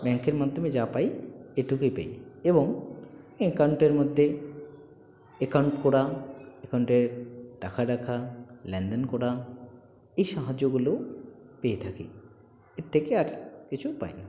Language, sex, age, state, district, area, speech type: Bengali, male, 18-30, West Bengal, Jalpaiguri, rural, spontaneous